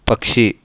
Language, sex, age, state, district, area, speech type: Marathi, male, 30-45, Maharashtra, Buldhana, urban, read